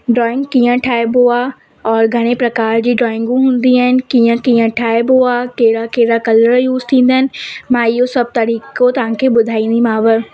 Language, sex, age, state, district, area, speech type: Sindhi, female, 18-30, Madhya Pradesh, Katni, urban, spontaneous